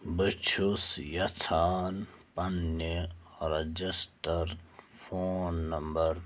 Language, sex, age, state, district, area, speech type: Kashmiri, male, 30-45, Jammu and Kashmir, Bandipora, rural, read